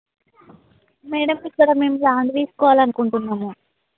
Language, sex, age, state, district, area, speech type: Telugu, female, 30-45, Telangana, Hanamkonda, rural, conversation